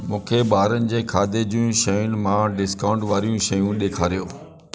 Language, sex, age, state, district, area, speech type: Sindhi, male, 60+, Delhi, South Delhi, urban, read